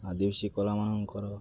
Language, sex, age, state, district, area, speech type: Odia, male, 18-30, Odisha, Malkangiri, urban, spontaneous